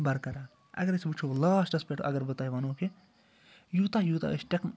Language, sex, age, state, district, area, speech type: Kashmiri, male, 30-45, Jammu and Kashmir, Srinagar, urban, spontaneous